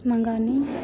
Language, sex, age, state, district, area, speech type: Hindi, female, 30-45, Uttar Pradesh, Lucknow, rural, spontaneous